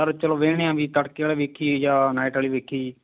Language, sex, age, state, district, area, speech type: Punjabi, male, 30-45, Punjab, Fazilka, rural, conversation